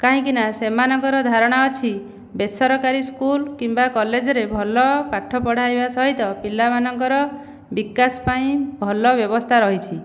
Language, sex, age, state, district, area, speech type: Odia, female, 30-45, Odisha, Dhenkanal, rural, spontaneous